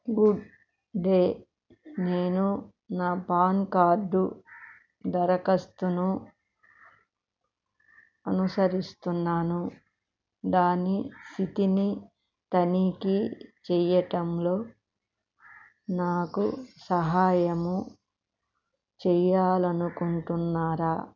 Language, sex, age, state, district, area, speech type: Telugu, female, 60+, Andhra Pradesh, Krishna, urban, read